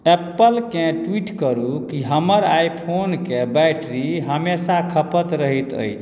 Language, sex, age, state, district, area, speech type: Maithili, male, 30-45, Bihar, Madhubani, rural, read